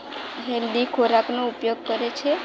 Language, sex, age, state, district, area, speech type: Gujarati, female, 18-30, Gujarat, Valsad, rural, spontaneous